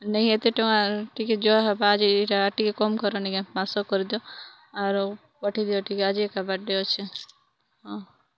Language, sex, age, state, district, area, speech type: Odia, female, 30-45, Odisha, Kalahandi, rural, spontaneous